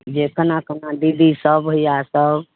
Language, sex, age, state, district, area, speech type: Maithili, female, 60+, Bihar, Madhepura, urban, conversation